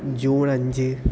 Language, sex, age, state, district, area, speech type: Malayalam, male, 30-45, Kerala, Palakkad, rural, spontaneous